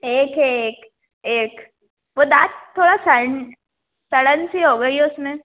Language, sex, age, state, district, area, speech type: Hindi, female, 18-30, Madhya Pradesh, Harda, urban, conversation